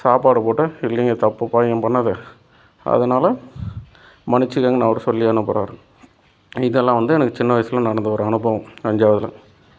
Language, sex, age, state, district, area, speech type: Tamil, male, 30-45, Tamil Nadu, Dharmapuri, urban, spontaneous